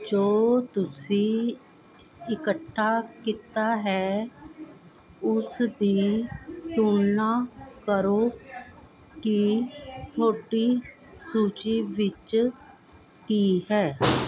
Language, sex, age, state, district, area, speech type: Punjabi, female, 45-60, Punjab, Mohali, urban, read